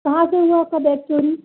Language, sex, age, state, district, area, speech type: Hindi, male, 30-45, Madhya Pradesh, Bhopal, urban, conversation